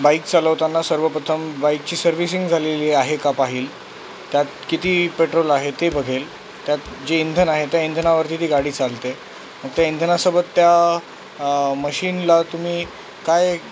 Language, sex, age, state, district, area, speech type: Marathi, male, 30-45, Maharashtra, Nanded, rural, spontaneous